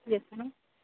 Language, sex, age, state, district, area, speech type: Assamese, female, 45-60, Assam, Barpeta, rural, conversation